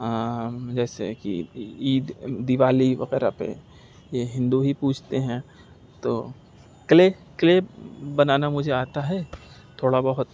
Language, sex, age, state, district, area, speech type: Urdu, male, 45-60, Uttar Pradesh, Aligarh, urban, spontaneous